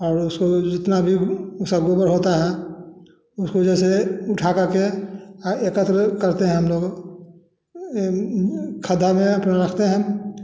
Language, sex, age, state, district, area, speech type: Hindi, male, 60+, Bihar, Samastipur, rural, spontaneous